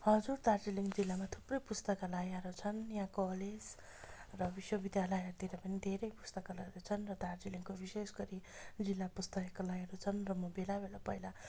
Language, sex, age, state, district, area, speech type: Nepali, female, 30-45, West Bengal, Darjeeling, rural, spontaneous